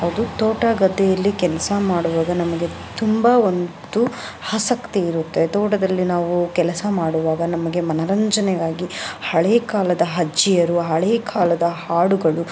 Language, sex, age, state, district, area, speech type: Kannada, female, 60+, Karnataka, Kolar, rural, spontaneous